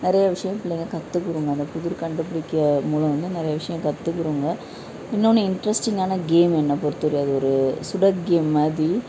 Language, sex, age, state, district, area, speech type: Tamil, female, 18-30, Tamil Nadu, Madurai, rural, spontaneous